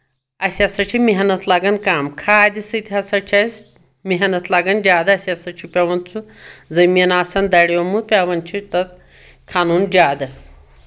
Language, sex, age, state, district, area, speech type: Kashmiri, female, 60+, Jammu and Kashmir, Anantnag, rural, spontaneous